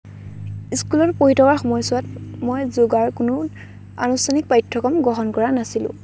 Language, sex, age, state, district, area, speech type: Assamese, female, 18-30, Assam, Lakhimpur, rural, spontaneous